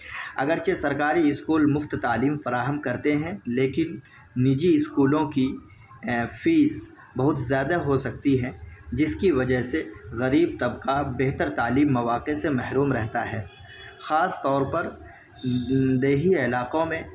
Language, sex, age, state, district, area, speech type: Urdu, male, 18-30, Delhi, North West Delhi, urban, spontaneous